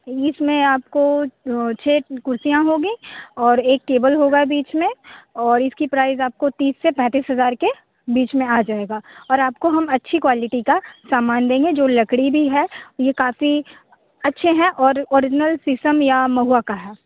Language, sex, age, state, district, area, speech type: Hindi, female, 30-45, Bihar, Begusarai, rural, conversation